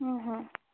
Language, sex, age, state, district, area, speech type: Assamese, female, 18-30, Assam, Darrang, rural, conversation